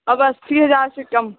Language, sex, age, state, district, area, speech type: Hindi, female, 30-45, Uttar Pradesh, Lucknow, rural, conversation